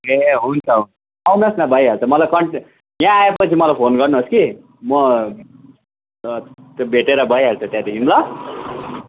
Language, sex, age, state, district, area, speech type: Nepali, male, 30-45, West Bengal, Kalimpong, rural, conversation